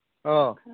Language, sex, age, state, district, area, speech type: Manipuri, male, 45-60, Manipur, Kangpokpi, urban, conversation